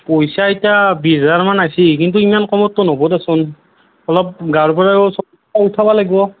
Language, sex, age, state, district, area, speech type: Assamese, male, 18-30, Assam, Nalbari, rural, conversation